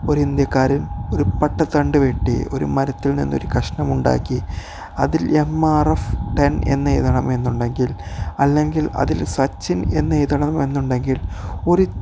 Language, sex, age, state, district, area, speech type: Malayalam, male, 18-30, Kerala, Kozhikode, rural, spontaneous